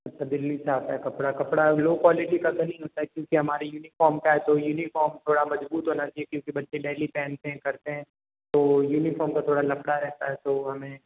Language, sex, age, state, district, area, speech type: Hindi, male, 18-30, Rajasthan, Jodhpur, urban, conversation